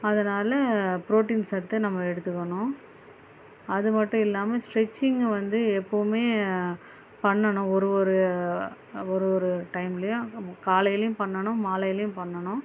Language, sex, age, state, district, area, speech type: Tamil, female, 30-45, Tamil Nadu, Chennai, urban, spontaneous